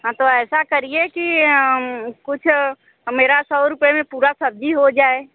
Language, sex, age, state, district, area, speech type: Hindi, female, 45-60, Uttar Pradesh, Mirzapur, rural, conversation